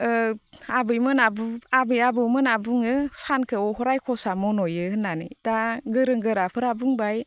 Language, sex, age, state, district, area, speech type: Bodo, female, 30-45, Assam, Baksa, rural, spontaneous